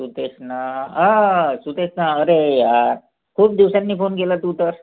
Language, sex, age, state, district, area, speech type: Marathi, male, 45-60, Maharashtra, Wardha, urban, conversation